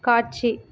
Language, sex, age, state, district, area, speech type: Tamil, female, 18-30, Tamil Nadu, Nagapattinam, rural, read